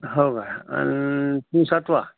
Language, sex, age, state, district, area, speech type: Marathi, male, 45-60, Maharashtra, Amravati, rural, conversation